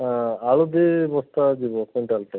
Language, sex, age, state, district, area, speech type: Odia, male, 30-45, Odisha, Kandhamal, rural, conversation